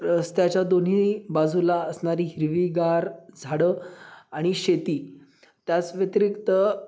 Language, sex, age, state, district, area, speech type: Marathi, male, 18-30, Maharashtra, Sangli, urban, spontaneous